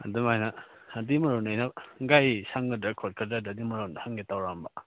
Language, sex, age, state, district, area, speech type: Manipuri, male, 18-30, Manipur, Kakching, rural, conversation